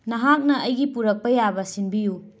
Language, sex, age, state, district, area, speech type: Manipuri, female, 45-60, Manipur, Imphal West, urban, read